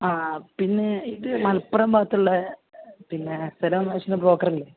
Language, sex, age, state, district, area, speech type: Malayalam, male, 30-45, Kerala, Malappuram, rural, conversation